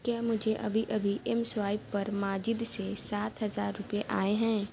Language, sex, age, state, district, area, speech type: Urdu, other, 18-30, Uttar Pradesh, Mau, urban, read